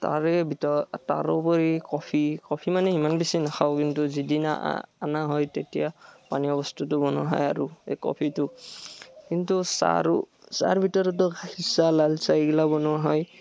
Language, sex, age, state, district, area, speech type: Assamese, male, 18-30, Assam, Barpeta, rural, spontaneous